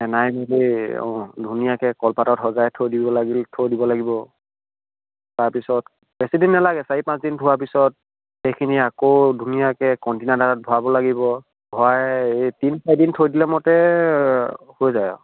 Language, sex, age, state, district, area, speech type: Assamese, male, 18-30, Assam, Sivasagar, rural, conversation